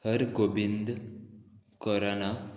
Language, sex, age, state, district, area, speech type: Goan Konkani, male, 18-30, Goa, Murmgao, rural, spontaneous